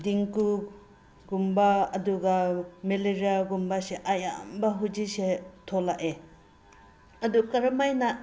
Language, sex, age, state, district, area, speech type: Manipuri, female, 45-60, Manipur, Senapati, rural, spontaneous